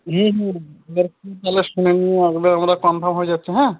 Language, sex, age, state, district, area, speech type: Bengali, male, 18-30, West Bengal, Uttar Dinajpur, urban, conversation